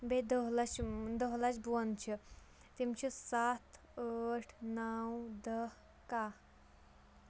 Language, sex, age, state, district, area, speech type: Kashmiri, female, 18-30, Jammu and Kashmir, Shopian, rural, spontaneous